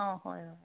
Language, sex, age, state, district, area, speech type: Assamese, female, 30-45, Assam, Charaideo, rural, conversation